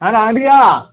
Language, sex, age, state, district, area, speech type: Tamil, male, 45-60, Tamil Nadu, Tiruppur, urban, conversation